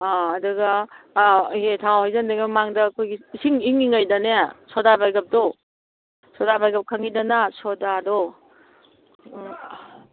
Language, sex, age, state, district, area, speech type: Manipuri, female, 60+, Manipur, Kangpokpi, urban, conversation